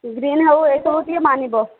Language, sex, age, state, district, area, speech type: Odia, female, 30-45, Odisha, Sambalpur, rural, conversation